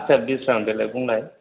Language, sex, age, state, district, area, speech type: Bodo, male, 45-60, Assam, Kokrajhar, rural, conversation